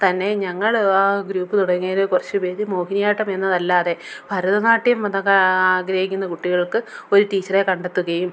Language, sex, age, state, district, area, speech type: Malayalam, female, 30-45, Kerala, Kollam, rural, spontaneous